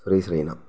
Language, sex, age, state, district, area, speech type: Tamil, male, 30-45, Tamil Nadu, Thanjavur, rural, spontaneous